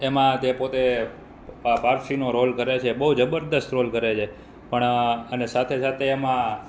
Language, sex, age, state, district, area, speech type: Gujarati, male, 30-45, Gujarat, Rajkot, urban, spontaneous